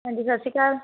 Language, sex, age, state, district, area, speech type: Punjabi, female, 18-30, Punjab, Hoshiarpur, rural, conversation